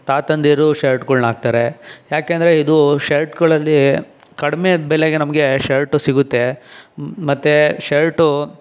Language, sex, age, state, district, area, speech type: Kannada, male, 18-30, Karnataka, Tumkur, rural, spontaneous